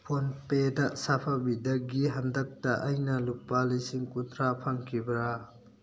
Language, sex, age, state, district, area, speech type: Manipuri, male, 18-30, Manipur, Thoubal, rural, read